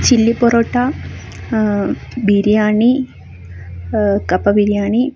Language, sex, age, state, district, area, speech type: Malayalam, female, 30-45, Kerala, Palakkad, rural, spontaneous